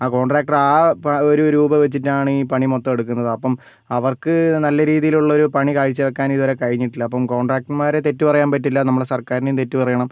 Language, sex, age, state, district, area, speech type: Malayalam, male, 30-45, Kerala, Wayanad, rural, spontaneous